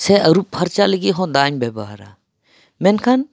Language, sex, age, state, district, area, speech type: Santali, male, 30-45, West Bengal, Paschim Bardhaman, urban, spontaneous